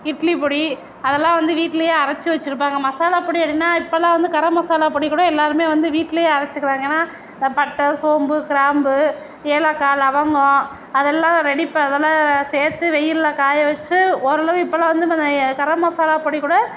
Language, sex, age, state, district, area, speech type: Tamil, female, 60+, Tamil Nadu, Mayiladuthurai, urban, spontaneous